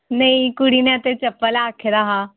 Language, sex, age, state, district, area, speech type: Dogri, female, 18-30, Jammu and Kashmir, Udhampur, rural, conversation